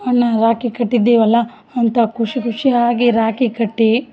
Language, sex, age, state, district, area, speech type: Kannada, female, 45-60, Karnataka, Vijayanagara, rural, spontaneous